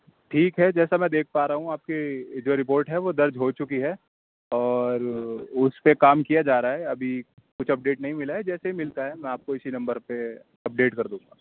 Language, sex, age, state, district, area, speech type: Urdu, male, 18-30, Delhi, Central Delhi, urban, conversation